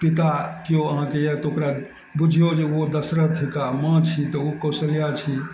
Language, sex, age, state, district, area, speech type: Maithili, male, 60+, Bihar, Araria, rural, spontaneous